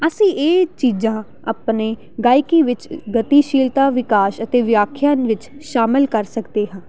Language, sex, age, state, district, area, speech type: Punjabi, female, 18-30, Punjab, Jalandhar, urban, spontaneous